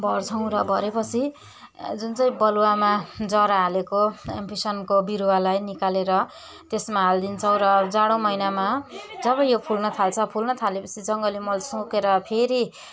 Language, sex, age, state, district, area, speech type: Nepali, female, 30-45, West Bengal, Darjeeling, rural, spontaneous